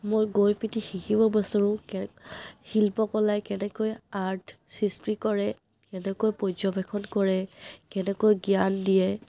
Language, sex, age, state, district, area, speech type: Assamese, female, 30-45, Assam, Charaideo, urban, spontaneous